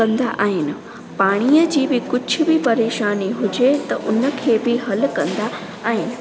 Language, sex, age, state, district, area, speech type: Sindhi, female, 18-30, Gujarat, Junagadh, rural, spontaneous